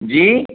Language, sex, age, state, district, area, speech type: Sindhi, male, 45-60, Maharashtra, Mumbai Suburban, urban, conversation